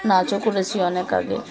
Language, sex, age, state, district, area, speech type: Bengali, female, 30-45, West Bengal, Darjeeling, urban, spontaneous